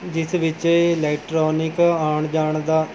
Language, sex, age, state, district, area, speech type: Punjabi, male, 18-30, Punjab, Mohali, rural, spontaneous